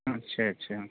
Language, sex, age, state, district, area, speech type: Hindi, male, 30-45, Uttar Pradesh, Azamgarh, rural, conversation